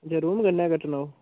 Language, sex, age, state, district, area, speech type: Dogri, male, 18-30, Jammu and Kashmir, Udhampur, rural, conversation